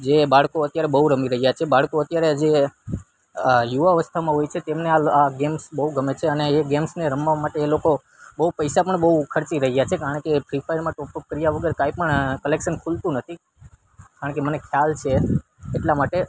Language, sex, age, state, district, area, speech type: Gujarati, male, 18-30, Gujarat, Junagadh, rural, spontaneous